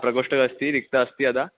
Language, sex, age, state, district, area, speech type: Sanskrit, male, 18-30, Maharashtra, Nagpur, urban, conversation